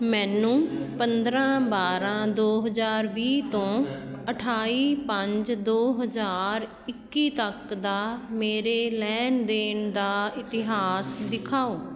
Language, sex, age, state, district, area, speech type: Punjabi, female, 30-45, Punjab, Patiala, rural, read